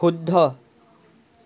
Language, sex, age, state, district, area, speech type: Assamese, male, 30-45, Assam, Sivasagar, rural, read